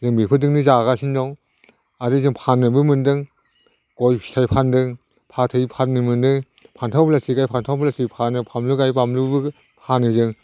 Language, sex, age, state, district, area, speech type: Bodo, male, 60+, Assam, Udalguri, rural, spontaneous